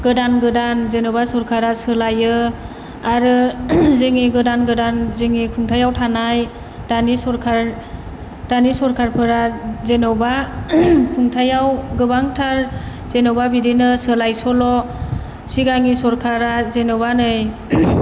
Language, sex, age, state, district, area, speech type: Bodo, female, 30-45, Assam, Chirang, rural, spontaneous